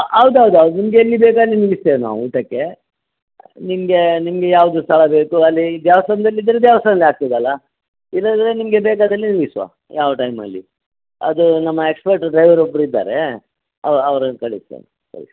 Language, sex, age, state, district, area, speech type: Kannada, male, 60+, Karnataka, Dakshina Kannada, rural, conversation